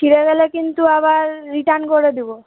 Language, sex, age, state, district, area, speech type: Bengali, female, 18-30, West Bengal, Malda, urban, conversation